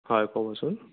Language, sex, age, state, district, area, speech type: Assamese, male, 18-30, Assam, Sonitpur, rural, conversation